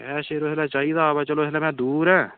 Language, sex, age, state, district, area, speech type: Dogri, male, 18-30, Jammu and Kashmir, Udhampur, rural, conversation